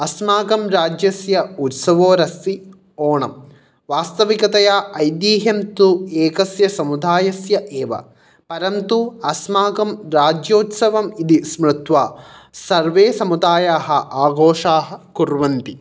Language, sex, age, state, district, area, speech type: Sanskrit, male, 18-30, Kerala, Kottayam, urban, spontaneous